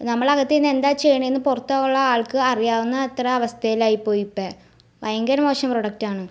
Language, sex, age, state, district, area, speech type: Malayalam, female, 18-30, Kerala, Ernakulam, rural, spontaneous